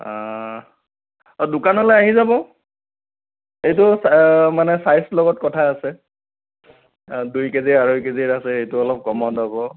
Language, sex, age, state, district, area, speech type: Assamese, male, 30-45, Assam, Sonitpur, rural, conversation